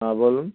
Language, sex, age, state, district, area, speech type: Bengali, male, 45-60, West Bengal, Dakshin Dinajpur, rural, conversation